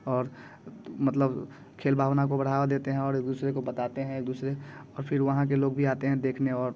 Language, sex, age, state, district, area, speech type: Hindi, male, 18-30, Bihar, Muzaffarpur, rural, spontaneous